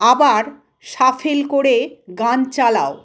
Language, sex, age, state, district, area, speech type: Bengali, female, 45-60, West Bengal, Malda, rural, read